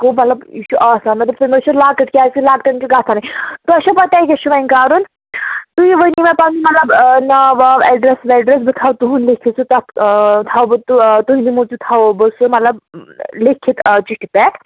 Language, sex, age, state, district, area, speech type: Kashmiri, female, 30-45, Jammu and Kashmir, Bandipora, rural, conversation